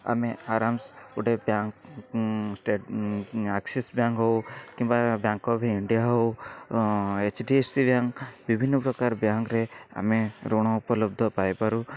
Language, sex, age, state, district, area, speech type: Odia, male, 30-45, Odisha, Cuttack, urban, spontaneous